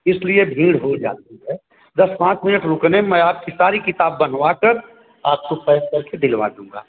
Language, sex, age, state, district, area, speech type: Hindi, male, 45-60, Uttar Pradesh, Azamgarh, rural, conversation